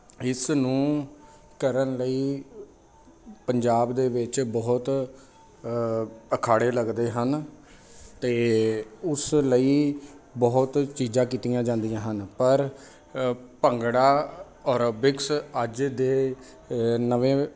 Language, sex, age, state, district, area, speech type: Punjabi, male, 30-45, Punjab, Jalandhar, urban, spontaneous